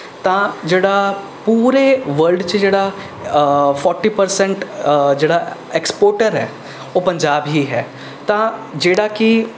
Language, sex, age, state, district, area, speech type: Punjabi, male, 18-30, Punjab, Rupnagar, urban, spontaneous